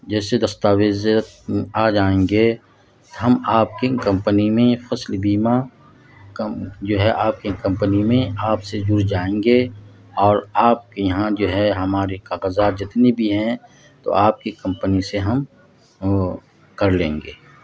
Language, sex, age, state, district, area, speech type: Urdu, male, 45-60, Bihar, Madhubani, rural, spontaneous